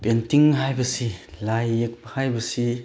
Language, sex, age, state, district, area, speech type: Manipuri, male, 30-45, Manipur, Chandel, rural, spontaneous